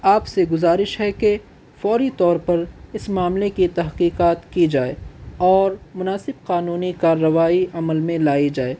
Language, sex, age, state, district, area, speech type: Urdu, male, 18-30, Delhi, North East Delhi, urban, spontaneous